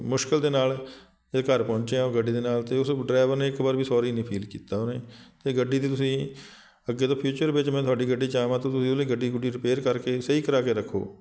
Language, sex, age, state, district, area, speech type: Punjabi, male, 45-60, Punjab, Shaheed Bhagat Singh Nagar, urban, spontaneous